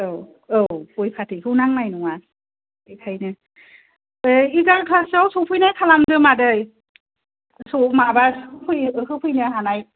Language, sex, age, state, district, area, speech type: Bodo, female, 30-45, Assam, Kokrajhar, rural, conversation